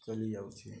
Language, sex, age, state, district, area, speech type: Odia, male, 18-30, Odisha, Nuapada, urban, spontaneous